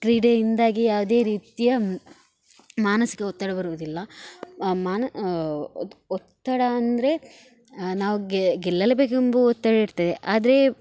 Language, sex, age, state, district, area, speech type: Kannada, female, 18-30, Karnataka, Dakshina Kannada, rural, spontaneous